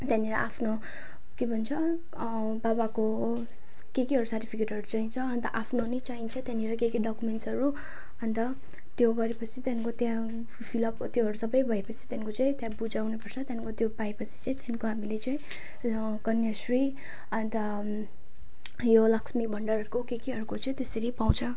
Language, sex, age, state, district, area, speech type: Nepali, female, 18-30, West Bengal, Jalpaiguri, urban, spontaneous